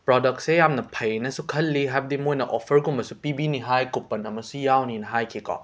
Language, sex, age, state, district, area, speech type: Manipuri, male, 18-30, Manipur, Imphal West, rural, spontaneous